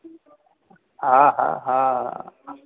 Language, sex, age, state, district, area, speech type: Sindhi, male, 45-60, Uttar Pradesh, Lucknow, rural, conversation